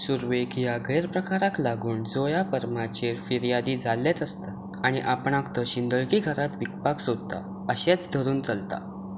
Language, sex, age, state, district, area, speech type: Goan Konkani, male, 18-30, Goa, Tiswadi, rural, read